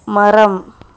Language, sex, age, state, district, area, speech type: Tamil, female, 18-30, Tamil Nadu, Thoothukudi, urban, read